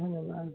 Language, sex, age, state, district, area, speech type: Hindi, female, 60+, Bihar, Begusarai, urban, conversation